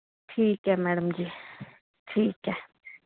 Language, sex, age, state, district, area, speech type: Dogri, female, 30-45, Jammu and Kashmir, Kathua, rural, conversation